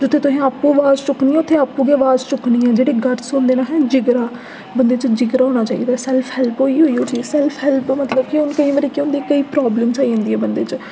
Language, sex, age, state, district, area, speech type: Dogri, female, 18-30, Jammu and Kashmir, Jammu, urban, spontaneous